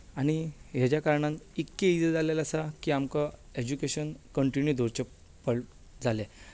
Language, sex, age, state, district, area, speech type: Goan Konkani, male, 18-30, Goa, Bardez, urban, spontaneous